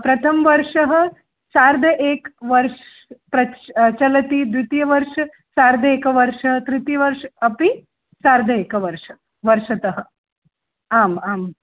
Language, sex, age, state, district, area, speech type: Sanskrit, female, 45-60, Maharashtra, Nagpur, urban, conversation